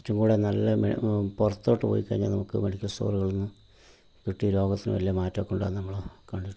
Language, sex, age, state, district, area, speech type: Malayalam, male, 45-60, Kerala, Pathanamthitta, rural, spontaneous